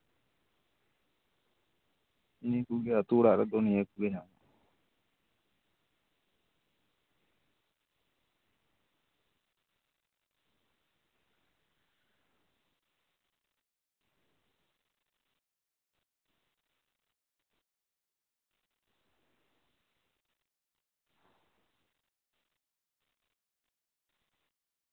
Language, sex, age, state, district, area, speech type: Santali, male, 30-45, West Bengal, Paschim Bardhaman, rural, conversation